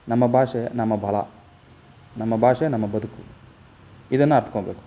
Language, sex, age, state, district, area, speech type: Kannada, male, 30-45, Karnataka, Chikkaballapur, urban, spontaneous